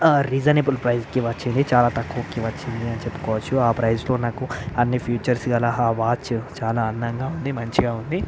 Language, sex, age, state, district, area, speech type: Telugu, male, 30-45, Andhra Pradesh, Visakhapatnam, urban, spontaneous